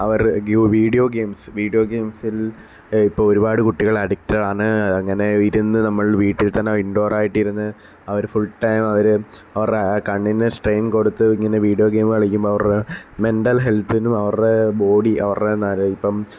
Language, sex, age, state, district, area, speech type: Malayalam, male, 18-30, Kerala, Alappuzha, rural, spontaneous